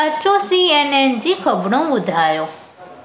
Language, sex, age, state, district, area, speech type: Sindhi, female, 18-30, Gujarat, Surat, urban, read